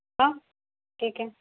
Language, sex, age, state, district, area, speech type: Urdu, female, 30-45, Uttar Pradesh, Mau, urban, conversation